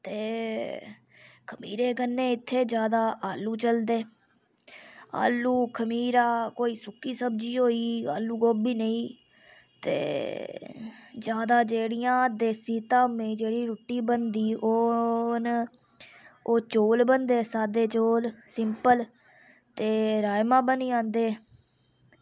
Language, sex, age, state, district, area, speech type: Dogri, female, 60+, Jammu and Kashmir, Udhampur, rural, spontaneous